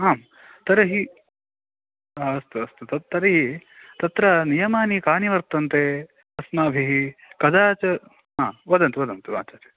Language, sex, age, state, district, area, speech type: Sanskrit, male, 18-30, Karnataka, Uttara Kannada, rural, conversation